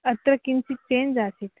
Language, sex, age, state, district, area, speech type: Sanskrit, female, 18-30, Karnataka, Uttara Kannada, rural, conversation